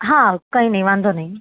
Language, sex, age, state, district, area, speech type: Gujarati, female, 18-30, Gujarat, Anand, urban, conversation